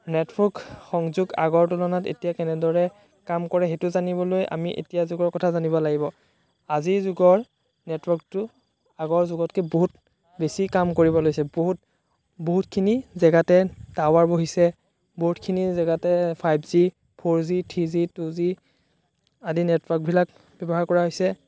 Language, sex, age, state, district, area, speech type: Assamese, male, 18-30, Assam, Sonitpur, rural, spontaneous